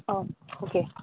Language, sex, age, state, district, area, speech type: Goan Konkani, female, 18-30, Goa, Murmgao, urban, conversation